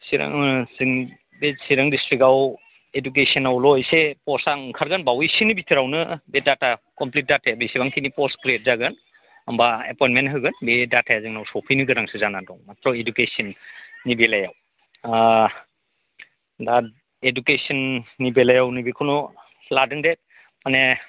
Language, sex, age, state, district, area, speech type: Bodo, male, 45-60, Assam, Chirang, rural, conversation